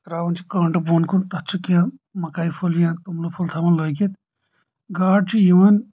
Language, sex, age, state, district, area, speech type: Kashmiri, male, 30-45, Jammu and Kashmir, Anantnag, rural, spontaneous